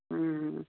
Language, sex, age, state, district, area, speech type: Punjabi, female, 60+, Punjab, Muktsar, urban, conversation